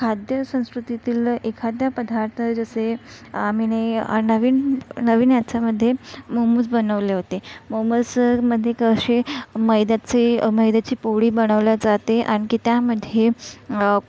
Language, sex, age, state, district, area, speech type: Marathi, female, 45-60, Maharashtra, Nagpur, urban, spontaneous